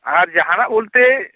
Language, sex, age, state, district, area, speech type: Santali, male, 30-45, West Bengal, Jhargram, rural, conversation